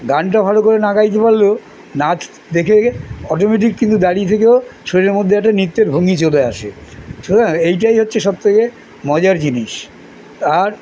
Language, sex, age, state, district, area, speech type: Bengali, male, 60+, West Bengal, Kolkata, urban, spontaneous